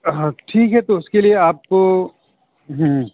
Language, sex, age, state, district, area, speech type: Urdu, male, 30-45, Delhi, South Delhi, urban, conversation